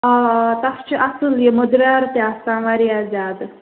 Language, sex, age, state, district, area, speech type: Kashmiri, female, 18-30, Jammu and Kashmir, Ganderbal, rural, conversation